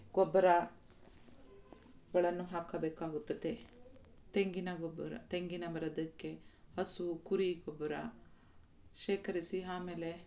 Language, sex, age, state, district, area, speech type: Kannada, female, 45-60, Karnataka, Mandya, rural, spontaneous